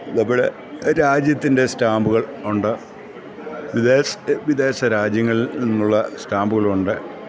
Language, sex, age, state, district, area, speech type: Malayalam, male, 45-60, Kerala, Kottayam, rural, spontaneous